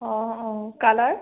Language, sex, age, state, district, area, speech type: Assamese, female, 18-30, Assam, Biswanath, rural, conversation